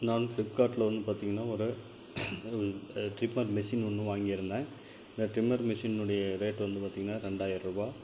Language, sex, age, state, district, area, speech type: Tamil, male, 45-60, Tamil Nadu, Krishnagiri, rural, spontaneous